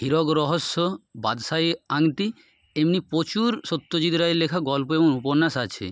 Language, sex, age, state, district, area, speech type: Bengali, male, 30-45, West Bengal, Nadia, urban, spontaneous